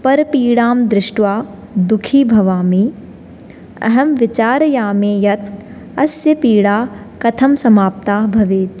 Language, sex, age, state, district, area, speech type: Sanskrit, female, 18-30, Rajasthan, Jaipur, urban, spontaneous